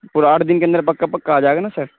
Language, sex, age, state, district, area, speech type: Urdu, male, 18-30, Uttar Pradesh, Saharanpur, urban, conversation